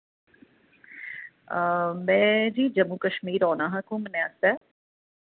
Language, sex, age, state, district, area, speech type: Dogri, female, 30-45, Jammu and Kashmir, Jammu, urban, conversation